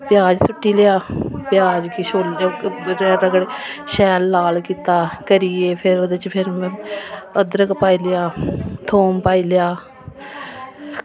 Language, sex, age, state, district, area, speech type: Dogri, female, 30-45, Jammu and Kashmir, Samba, urban, spontaneous